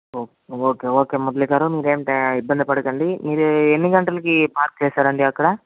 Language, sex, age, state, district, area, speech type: Telugu, male, 30-45, Andhra Pradesh, Chittoor, urban, conversation